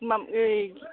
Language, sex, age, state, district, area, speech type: Bodo, female, 60+, Assam, Kokrajhar, urban, conversation